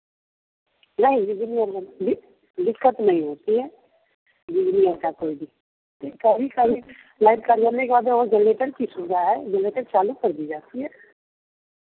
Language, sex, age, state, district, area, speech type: Hindi, male, 30-45, Bihar, Begusarai, rural, conversation